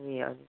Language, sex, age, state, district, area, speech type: Nepali, male, 18-30, West Bengal, Darjeeling, rural, conversation